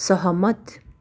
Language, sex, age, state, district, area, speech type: Nepali, female, 45-60, West Bengal, Darjeeling, rural, read